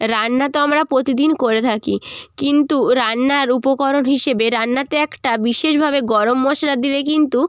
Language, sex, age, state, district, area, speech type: Bengali, female, 18-30, West Bengal, Jalpaiguri, rural, spontaneous